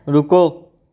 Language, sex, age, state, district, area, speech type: Hindi, male, 30-45, Madhya Pradesh, Balaghat, rural, read